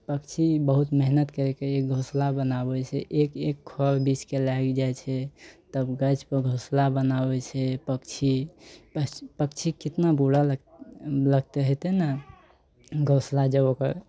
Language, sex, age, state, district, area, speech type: Maithili, male, 18-30, Bihar, Araria, rural, spontaneous